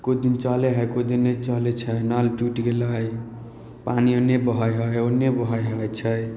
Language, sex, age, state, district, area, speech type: Maithili, male, 18-30, Bihar, Samastipur, rural, spontaneous